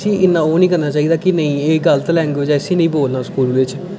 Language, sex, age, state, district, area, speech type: Dogri, male, 18-30, Jammu and Kashmir, Udhampur, rural, spontaneous